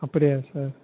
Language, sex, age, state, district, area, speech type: Tamil, male, 30-45, Tamil Nadu, Nagapattinam, rural, conversation